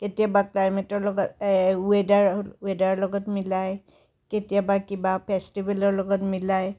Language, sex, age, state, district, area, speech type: Assamese, female, 60+, Assam, Tinsukia, rural, spontaneous